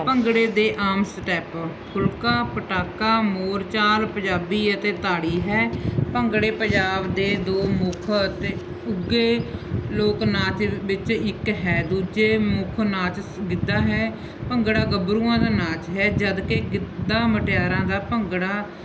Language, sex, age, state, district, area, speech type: Punjabi, female, 30-45, Punjab, Mansa, rural, spontaneous